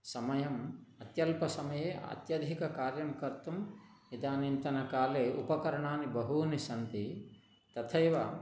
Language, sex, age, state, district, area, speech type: Sanskrit, male, 60+, Telangana, Nalgonda, urban, spontaneous